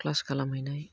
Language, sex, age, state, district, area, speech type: Bodo, female, 60+, Assam, Udalguri, rural, spontaneous